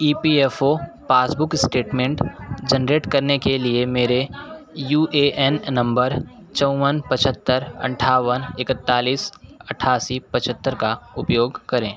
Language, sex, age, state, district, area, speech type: Hindi, male, 45-60, Uttar Pradesh, Sonbhadra, rural, read